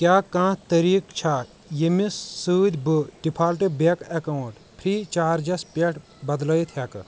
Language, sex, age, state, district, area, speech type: Kashmiri, male, 30-45, Jammu and Kashmir, Kulgam, urban, read